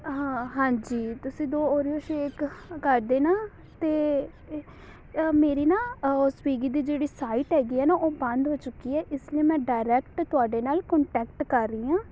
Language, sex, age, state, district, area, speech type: Punjabi, female, 18-30, Punjab, Amritsar, urban, spontaneous